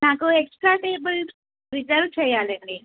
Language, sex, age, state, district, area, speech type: Telugu, female, 30-45, Telangana, Bhadradri Kothagudem, urban, conversation